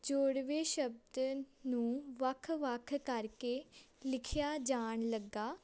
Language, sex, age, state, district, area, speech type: Punjabi, female, 18-30, Punjab, Amritsar, urban, spontaneous